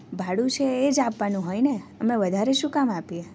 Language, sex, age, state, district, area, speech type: Gujarati, female, 18-30, Gujarat, Surat, rural, spontaneous